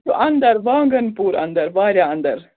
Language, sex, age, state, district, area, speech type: Kashmiri, female, 30-45, Jammu and Kashmir, Srinagar, urban, conversation